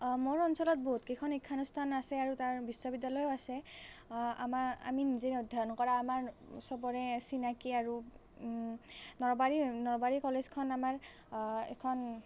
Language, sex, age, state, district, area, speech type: Assamese, female, 18-30, Assam, Nalbari, rural, spontaneous